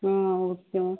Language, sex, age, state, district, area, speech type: Tamil, female, 45-60, Tamil Nadu, Pudukkottai, rural, conversation